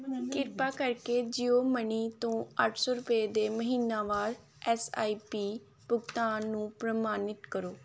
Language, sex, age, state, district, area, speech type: Punjabi, female, 18-30, Punjab, Gurdaspur, rural, read